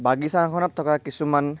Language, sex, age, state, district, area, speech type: Assamese, male, 30-45, Assam, Nagaon, rural, spontaneous